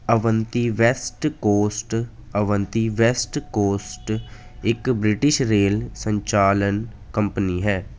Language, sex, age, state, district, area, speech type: Punjabi, male, 18-30, Punjab, Ludhiana, rural, read